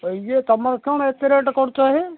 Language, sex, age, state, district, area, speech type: Odia, male, 60+, Odisha, Gajapati, rural, conversation